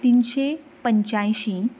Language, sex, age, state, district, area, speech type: Goan Konkani, female, 30-45, Goa, Canacona, rural, spontaneous